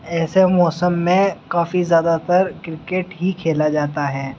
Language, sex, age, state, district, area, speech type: Urdu, male, 18-30, Uttar Pradesh, Muzaffarnagar, rural, spontaneous